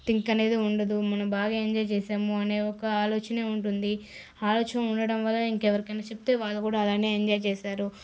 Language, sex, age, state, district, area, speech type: Telugu, female, 18-30, Andhra Pradesh, Sri Balaji, rural, spontaneous